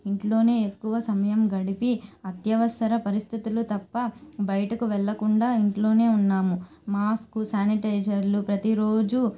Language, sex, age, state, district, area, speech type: Telugu, female, 18-30, Andhra Pradesh, Nellore, rural, spontaneous